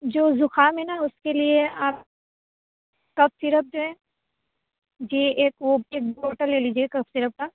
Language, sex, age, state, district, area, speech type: Urdu, female, 30-45, Uttar Pradesh, Aligarh, rural, conversation